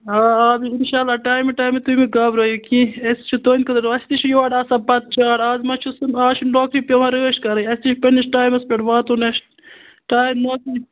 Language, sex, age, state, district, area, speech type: Kashmiri, female, 30-45, Jammu and Kashmir, Kupwara, rural, conversation